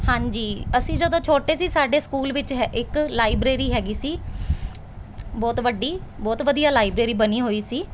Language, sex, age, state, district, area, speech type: Punjabi, female, 30-45, Punjab, Mansa, urban, spontaneous